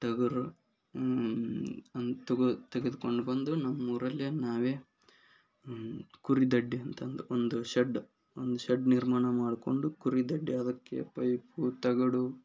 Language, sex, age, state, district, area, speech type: Kannada, male, 30-45, Karnataka, Gadag, rural, spontaneous